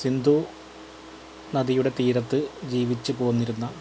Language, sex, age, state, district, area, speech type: Malayalam, male, 30-45, Kerala, Malappuram, rural, spontaneous